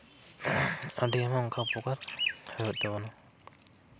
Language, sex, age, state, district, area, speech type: Santali, male, 18-30, West Bengal, Jhargram, rural, spontaneous